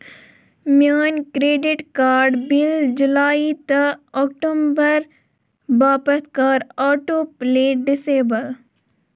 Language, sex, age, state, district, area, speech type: Kashmiri, female, 18-30, Jammu and Kashmir, Kupwara, urban, read